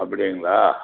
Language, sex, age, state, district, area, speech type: Tamil, male, 60+, Tamil Nadu, Krishnagiri, rural, conversation